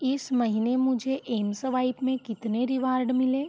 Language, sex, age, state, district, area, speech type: Hindi, female, 45-60, Madhya Pradesh, Balaghat, rural, read